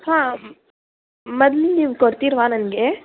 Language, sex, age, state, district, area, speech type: Kannada, female, 45-60, Karnataka, Davanagere, urban, conversation